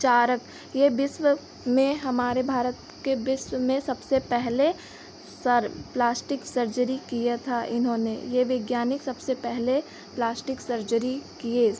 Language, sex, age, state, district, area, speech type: Hindi, female, 18-30, Uttar Pradesh, Pratapgarh, rural, spontaneous